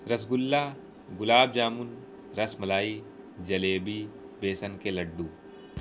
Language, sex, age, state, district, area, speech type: Urdu, male, 18-30, Bihar, Araria, rural, spontaneous